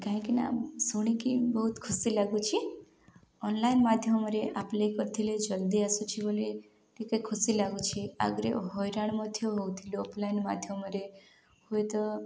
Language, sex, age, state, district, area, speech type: Odia, female, 18-30, Odisha, Nabarangpur, urban, spontaneous